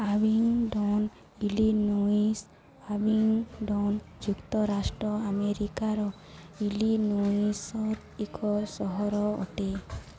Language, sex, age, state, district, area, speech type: Odia, female, 18-30, Odisha, Nuapada, urban, read